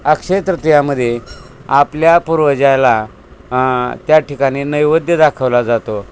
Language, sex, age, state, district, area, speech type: Marathi, male, 60+, Maharashtra, Osmanabad, rural, spontaneous